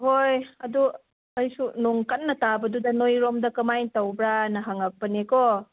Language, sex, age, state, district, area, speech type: Manipuri, female, 30-45, Manipur, Senapati, rural, conversation